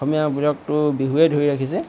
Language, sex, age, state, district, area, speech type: Assamese, male, 18-30, Assam, Tinsukia, urban, spontaneous